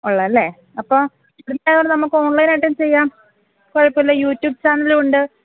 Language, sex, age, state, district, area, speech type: Malayalam, female, 18-30, Kerala, Wayanad, rural, conversation